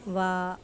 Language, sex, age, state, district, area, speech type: Sanskrit, female, 45-60, Maharashtra, Nagpur, urban, spontaneous